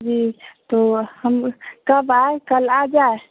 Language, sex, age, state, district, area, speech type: Hindi, female, 30-45, Bihar, Samastipur, rural, conversation